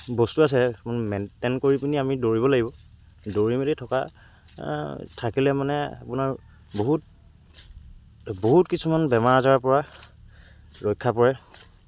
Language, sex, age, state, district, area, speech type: Assamese, male, 18-30, Assam, Lakhimpur, rural, spontaneous